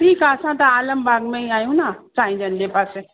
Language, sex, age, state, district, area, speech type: Sindhi, female, 45-60, Uttar Pradesh, Lucknow, urban, conversation